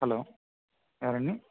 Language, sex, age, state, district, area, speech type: Telugu, male, 18-30, Andhra Pradesh, East Godavari, rural, conversation